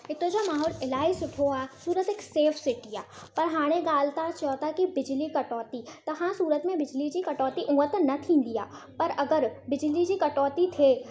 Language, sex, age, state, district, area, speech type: Sindhi, female, 18-30, Gujarat, Surat, urban, spontaneous